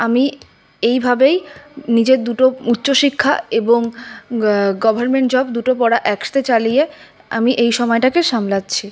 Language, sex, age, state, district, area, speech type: Bengali, female, 30-45, West Bengal, Paschim Bardhaman, urban, spontaneous